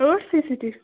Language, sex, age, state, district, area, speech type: Kashmiri, female, 30-45, Jammu and Kashmir, Bandipora, rural, conversation